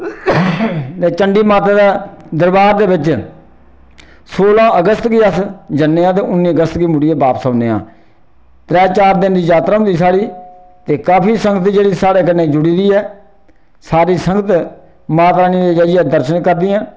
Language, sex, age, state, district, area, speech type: Dogri, male, 45-60, Jammu and Kashmir, Reasi, rural, spontaneous